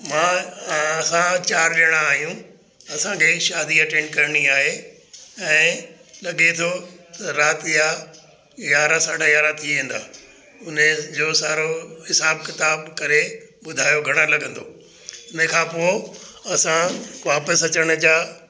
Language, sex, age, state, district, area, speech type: Sindhi, male, 60+, Delhi, South Delhi, urban, spontaneous